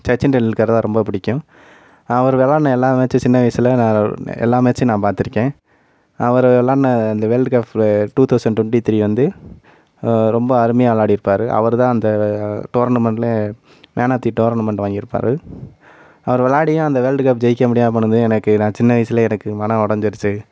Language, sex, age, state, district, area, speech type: Tamil, male, 18-30, Tamil Nadu, Madurai, urban, spontaneous